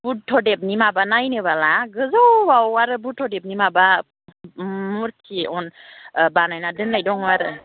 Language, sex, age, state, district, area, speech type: Bodo, female, 18-30, Assam, Udalguri, urban, conversation